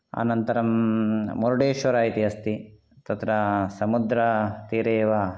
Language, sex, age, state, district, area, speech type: Sanskrit, male, 45-60, Karnataka, Shimoga, urban, spontaneous